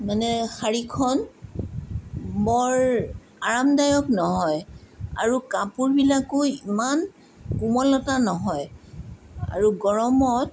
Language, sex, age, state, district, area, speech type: Assamese, female, 45-60, Assam, Sonitpur, urban, spontaneous